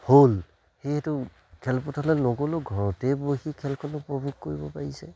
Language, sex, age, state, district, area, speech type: Assamese, male, 30-45, Assam, Charaideo, rural, spontaneous